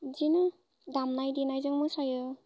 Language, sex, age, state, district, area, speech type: Bodo, female, 18-30, Assam, Baksa, rural, spontaneous